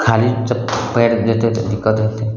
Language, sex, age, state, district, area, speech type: Maithili, male, 18-30, Bihar, Araria, rural, spontaneous